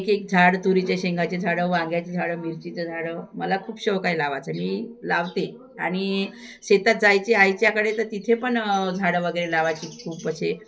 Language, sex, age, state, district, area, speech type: Marathi, female, 60+, Maharashtra, Thane, rural, spontaneous